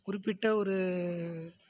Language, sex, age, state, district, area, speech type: Tamil, male, 18-30, Tamil Nadu, Tiruvarur, rural, spontaneous